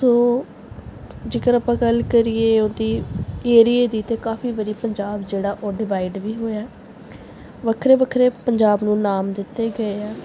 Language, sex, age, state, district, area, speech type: Punjabi, female, 18-30, Punjab, Gurdaspur, urban, spontaneous